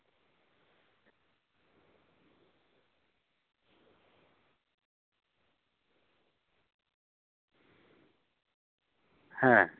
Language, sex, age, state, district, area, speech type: Santali, male, 30-45, West Bengal, Paschim Bardhaman, urban, conversation